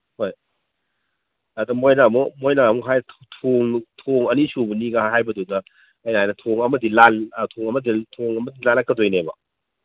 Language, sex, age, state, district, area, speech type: Manipuri, male, 45-60, Manipur, Imphal East, rural, conversation